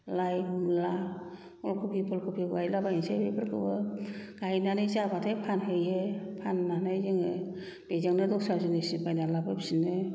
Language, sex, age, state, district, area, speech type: Bodo, female, 60+, Assam, Kokrajhar, rural, spontaneous